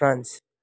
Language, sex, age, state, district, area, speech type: Nepali, male, 18-30, West Bengal, Jalpaiguri, rural, spontaneous